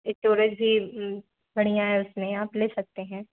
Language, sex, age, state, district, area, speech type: Hindi, female, 30-45, Uttar Pradesh, Ayodhya, rural, conversation